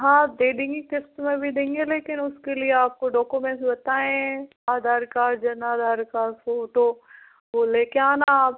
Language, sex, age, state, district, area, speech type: Hindi, female, 18-30, Rajasthan, Karauli, rural, conversation